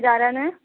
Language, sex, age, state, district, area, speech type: Malayalam, female, 45-60, Kerala, Kozhikode, urban, conversation